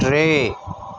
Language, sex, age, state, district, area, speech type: Sindhi, male, 45-60, Madhya Pradesh, Katni, urban, read